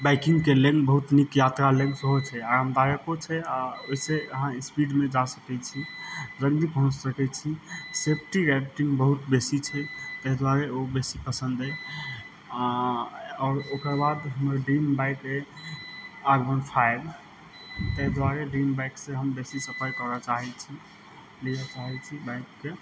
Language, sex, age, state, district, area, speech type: Maithili, male, 30-45, Bihar, Madhubani, rural, spontaneous